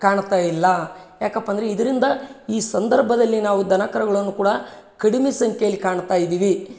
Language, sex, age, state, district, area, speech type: Kannada, male, 30-45, Karnataka, Bellary, rural, spontaneous